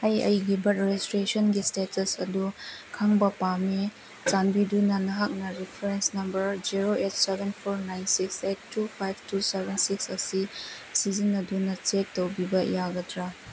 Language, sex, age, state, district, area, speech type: Manipuri, female, 30-45, Manipur, Chandel, rural, read